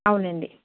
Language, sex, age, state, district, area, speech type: Telugu, female, 18-30, Andhra Pradesh, East Godavari, rural, conversation